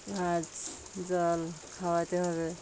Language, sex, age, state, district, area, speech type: Bengali, female, 45-60, West Bengal, Birbhum, urban, spontaneous